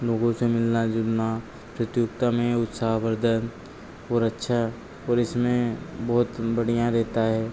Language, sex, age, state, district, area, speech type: Hindi, male, 30-45, Madhya Pradesh, Harda, urban, spontaneous